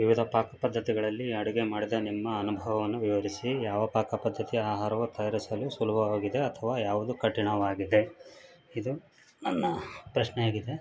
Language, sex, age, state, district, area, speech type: Kannada, male, 30-45, Karnataka, Bellary, rural, spontaneous